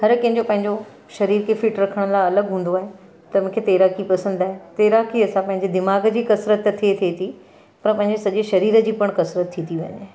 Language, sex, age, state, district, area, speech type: Sindhi, female, 45-60, Gujarat, Surat, urban, spontaneous